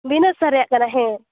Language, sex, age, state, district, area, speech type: Santali, female, 18-30, West Bengal, Purulia, rural, conversation